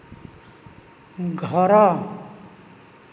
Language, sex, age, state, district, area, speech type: Odia, male, 60+, Odisha, Nayagarh, rural, read